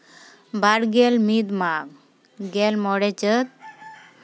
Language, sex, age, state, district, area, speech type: Santali, female, 18-30, West Bengal, Paschim Bardhaman, rural, spontaneous